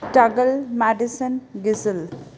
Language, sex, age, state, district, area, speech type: Punjabi, female, 30-45, Punjab, Jalandhar, urban, spontaneous